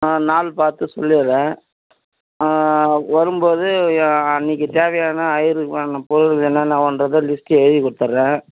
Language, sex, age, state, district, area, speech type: Tamil, male, 60+, Tamil Nadu, Vellore, rural, conversation